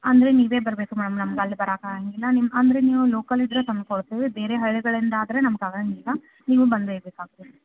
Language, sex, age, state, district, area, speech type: Kannada, female, 30-45, Karnataka, Gadag, rural, conversation